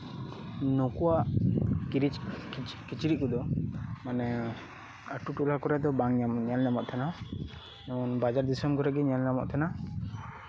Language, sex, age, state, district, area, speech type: Santali, male, 18-30, West Bengal, Paschim Bardhaman, rural, spontaneous